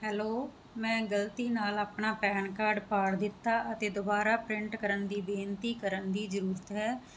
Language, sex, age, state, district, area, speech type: Punjabi, female, 30-45, Punjab, Muktsar, urban, read